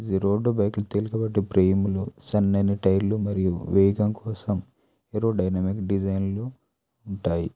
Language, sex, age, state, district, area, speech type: Telugu, male, 30-45, Telangana, Adilabad, rural, spontaneous